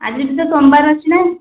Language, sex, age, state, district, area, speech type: Odia, female, 18-30, Odisha, Khordha, rural, conversation